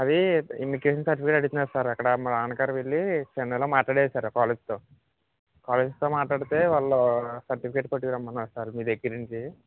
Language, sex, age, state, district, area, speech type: Telugu, male, 18-30, Andhra Pradesh, Kakinada, rural, conversation